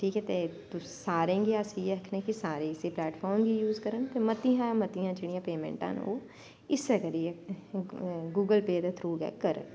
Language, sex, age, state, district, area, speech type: Dogri, female, 30-45, Jammu and Kashmir, Udhampur, urban, spontaneous